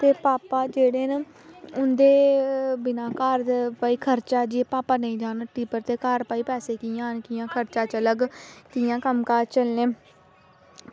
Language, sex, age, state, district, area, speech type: Dogri, female, 18-30, Jammu and Kashmir, Samba, rural, spontaneous